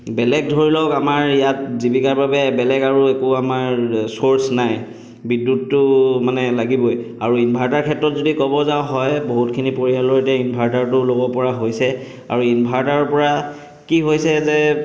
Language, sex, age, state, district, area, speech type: Assamese, male, 30-45, Assam, Chirang, urban, spontaneous